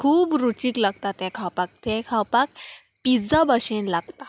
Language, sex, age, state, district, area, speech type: Goan Konkani, female, 18-30, Goa, Salcete, rural, spontaneous